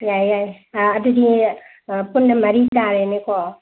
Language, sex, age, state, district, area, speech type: Manipuri, female, 60+, Manipur, Kangpokpi, urban, conversation